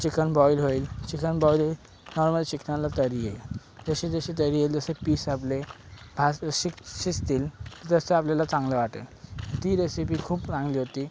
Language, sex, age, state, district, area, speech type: Marathi, male, 18-30, Maharashtra, Thane, urban, spontaneous